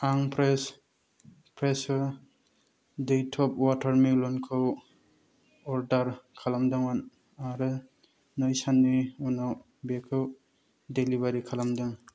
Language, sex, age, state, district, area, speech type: Bodo, male, 18-30, Assam, Kokrajhar, rural, read